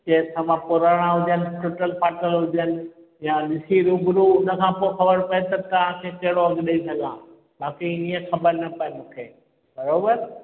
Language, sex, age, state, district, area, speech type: Sindhi, male, 60+, Gujarat, Junagadh, rural, conversation